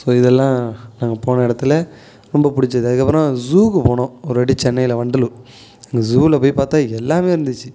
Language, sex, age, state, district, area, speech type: Tamil, male, 18-30, Tamil Nadu, Nagapattinam, rural, spontaneous